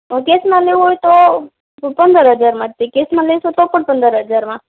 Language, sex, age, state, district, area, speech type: Gujarati, female, 30-45, Gujarat, Kutch, rural, conversation